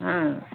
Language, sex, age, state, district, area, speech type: Maithili, female, 60+, Bihar, Muzaffarpur, rural, conversation